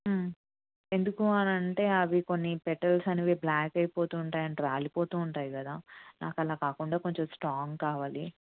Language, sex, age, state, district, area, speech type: Telugu, female, 45-60, Andhra Pradesh, N T Rama Rao, rural, conversation